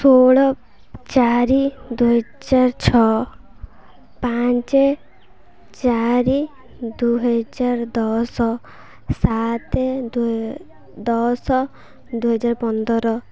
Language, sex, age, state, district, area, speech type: Odia, female, 18-30, Odisha, Kendrapara, urban, spontaneous